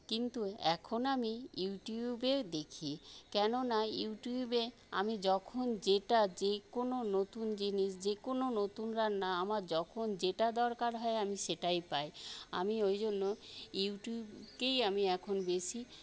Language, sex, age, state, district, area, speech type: Bengali, female, 60+, West Bengal, Paschim Medinipur, urban, spontaneous